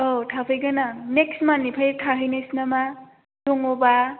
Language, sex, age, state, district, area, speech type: Bodo, female, 18-30, Assam, Chirang, urban, conversation